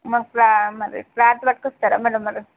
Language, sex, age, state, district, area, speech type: Telugu, female, 60+, Andhra Pradesh, Visakhapatnam, urban, conversation